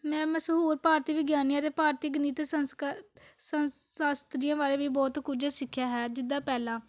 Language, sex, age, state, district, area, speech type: Punjabi, female, 18-30, Punjab, Amritsar, urban, spontaneous